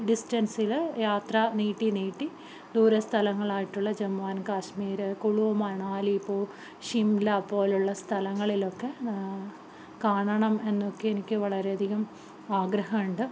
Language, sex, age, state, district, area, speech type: Malayalam, female, 30-45, Kerala, Palakkad, rural, spontaneous